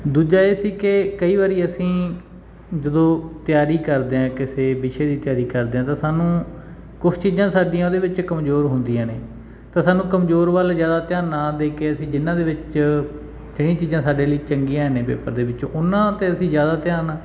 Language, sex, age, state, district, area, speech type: Punjabi, male, 30-45, Punjab, Bathinda, rural, spontaneous